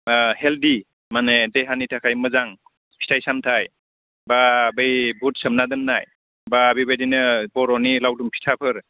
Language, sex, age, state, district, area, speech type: Bodo, male, 45-60, Assam, Udalguri, urban, conversation